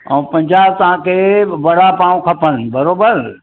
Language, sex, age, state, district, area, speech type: Sindhi, male, 60+, Maharashtra, Mumbai Suburban, urban, conversation